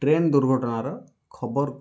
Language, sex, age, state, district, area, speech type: Odia, male, 45-60, Odisha, Balasore, rural, read